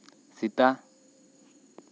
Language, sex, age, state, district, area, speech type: Santali, male, 30-45, West Bengal, Bankura, rural, read